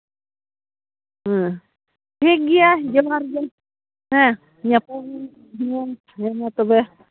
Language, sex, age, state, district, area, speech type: Santali, female, 45-60, West Bengal, Paschim Bardhaman, rural, conversation